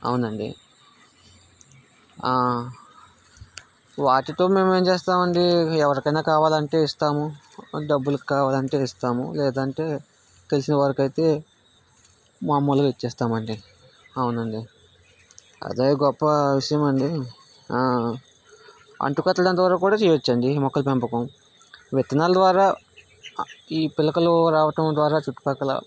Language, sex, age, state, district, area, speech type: Telugu, male, 60+, Andhra Pradesh, Vizianagaram, rural, spontaneous